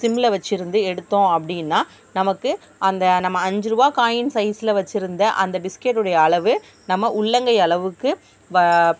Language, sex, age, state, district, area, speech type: Tamil, female, 30-45, Tamil Nadu, Tiruvarur, rural, spontaneous